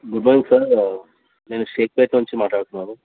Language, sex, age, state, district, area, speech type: Telugu, male, 18-30, Telangana, Vikarabad, urban, conversation